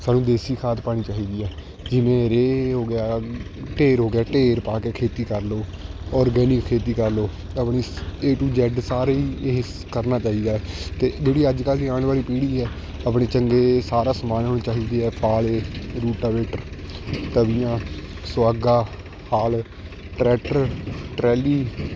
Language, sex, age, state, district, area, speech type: Punjabi, male, 18-30, Punjab, Shaheed Bhagat Singh Nagar, rural, spontaneous